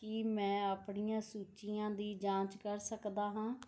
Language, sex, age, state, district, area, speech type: Punjabi, female, 45-60, Punjab, Mohali, urban, read